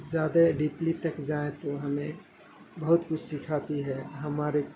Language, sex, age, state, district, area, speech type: Urdu, male, 18-30, Bihar, Saharsa, rural, spontaneous